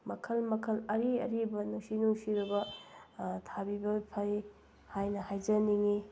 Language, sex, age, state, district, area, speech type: Manipuri, female, 30-45, Manipur, Bishnupur, rural, spontaneous